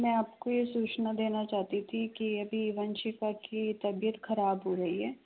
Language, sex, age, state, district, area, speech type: Hindi, female, 30-45, Rajasthan, Jaipur, urban, conversation